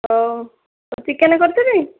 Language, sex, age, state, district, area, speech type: Odia, female, 18-30, Odisha, Dhenkanal, rural, conversation